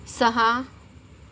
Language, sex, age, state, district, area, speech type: Marathi, female, 45-60, Maharashtra, Yavatmal, urban, read